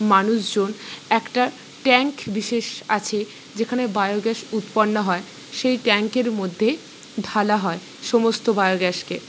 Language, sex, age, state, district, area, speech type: Bengali, female, 45-60, West Bengal, Purba Bardhaman, urban, spontaneous